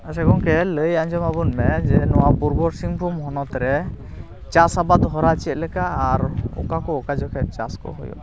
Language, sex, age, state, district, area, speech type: Santali, male, 30-45, Jharkhand, East Singhbhum, rural, spontaneous